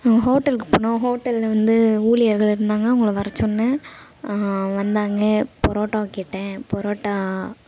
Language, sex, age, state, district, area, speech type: Tamil, female, 18-30, Tamil Nadu, Kallakurichi, urban, spontaneous